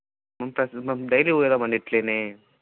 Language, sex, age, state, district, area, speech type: Telugu, male, 18-30, Andhra Pradesh, Kadapa, rural, conversation